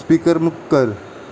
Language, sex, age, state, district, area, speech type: Marathi, male, 18-30, Maharashtra, Mumbai City, urban, read